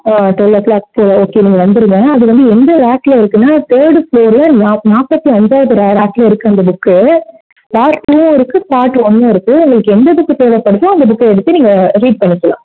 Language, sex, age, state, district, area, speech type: Tamil, female, 18-30, Tamil Nadu, Mayiladuthurai, urban, conversation